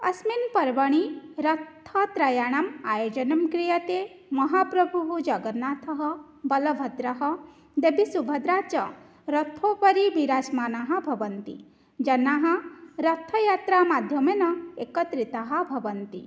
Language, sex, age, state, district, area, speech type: Sanskrit, female, 18-30, Odisha, Cuttack, rural, spontaneous